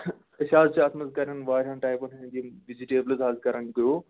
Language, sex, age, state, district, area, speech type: Kashmiri, male, 30-45, Jammu and Kashmir, Anantnag, rural, conversation